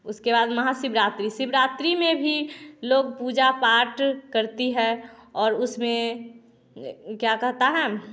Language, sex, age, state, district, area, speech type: Hindi, female, 18-30, Bihar, Samastipur, rural, spontaneous